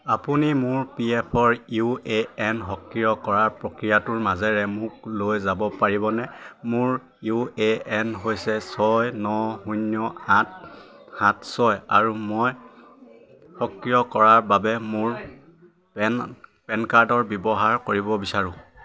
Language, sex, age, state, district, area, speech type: Assamese, male, 18-30, Assam, Sivasagar, rural, read